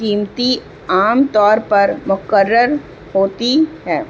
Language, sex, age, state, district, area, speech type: Urdu, female, 18-30, Bihar, Gaya, urban, spontaneous